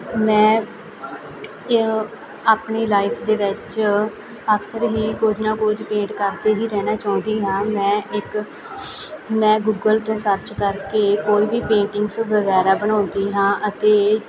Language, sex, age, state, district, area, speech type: Punjabi, female, 18-30, Punjab, Muktsar, rural, spontaneous